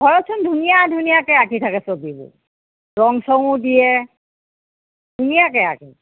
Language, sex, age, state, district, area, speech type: Assamese, female, 60+, Assam, Golaghat, urban, conversation